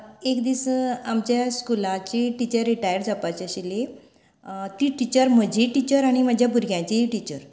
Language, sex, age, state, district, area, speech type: Goan Konkani, female, 45-60, Goa, Canacona, rural, spontaneous